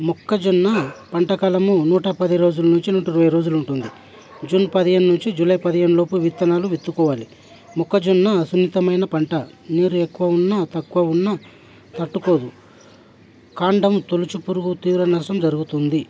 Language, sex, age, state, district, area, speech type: Telugu, male, 30-45, Telangana, Hyderabad, rural, spontaneous